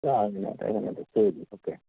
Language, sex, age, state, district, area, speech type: Malayalam, male, 60+, Kerala, Malappuram, rural, conversation